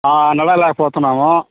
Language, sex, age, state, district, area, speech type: Telugu, male, 45-60, Andhra Pradesh, Sri Balaji, rural, conversation